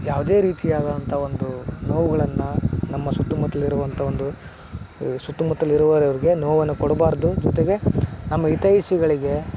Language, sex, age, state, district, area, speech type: Kannada, male, 18-30, Karnataka, Koppal, rural, spontaneous